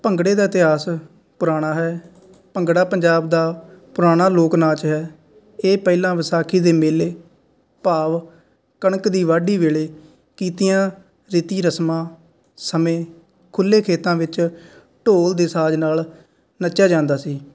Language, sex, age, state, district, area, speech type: Punjabi, male, 18-30, Punjab, Faridkot, rural, spontaneous